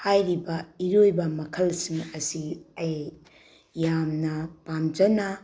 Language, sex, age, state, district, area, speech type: Manipuri, female, 45-60, Manipur, Bishnupur, rural, spontaneous